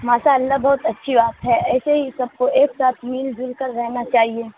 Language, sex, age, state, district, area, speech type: Urdu, female, 18-30, Bihar, Supaul, rural, conversation